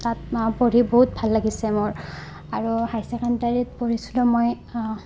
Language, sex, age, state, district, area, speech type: Assamese, female, 18-30, Assam, Barpeta, rural, spontaneous